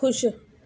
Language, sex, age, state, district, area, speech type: Sindhi, female, 30-45, Delhi, South Delhi, urban, read